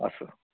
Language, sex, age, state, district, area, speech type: Marathi, male, 18-30, Maharashtra, Kolhapur, urban, conversation